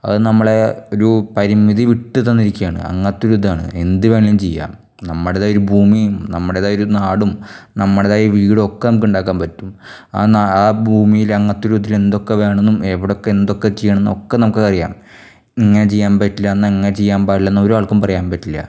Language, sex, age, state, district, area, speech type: Malayalam, male, 18-30, Kerala, Thrissur, rural, spontaneous